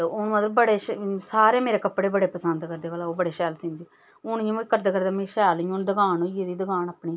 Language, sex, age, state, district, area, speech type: Dogri, female, 45-60, Jammu and Kashmir, Samba, rural, spontaneous